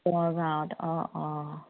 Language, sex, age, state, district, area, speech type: Assamese, female, 30-45, Assam, Charaideo, rural, conversation